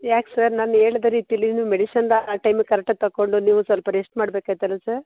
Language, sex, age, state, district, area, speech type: Kannada, female, 30-45, Karnataka, Mandya, rural, conversation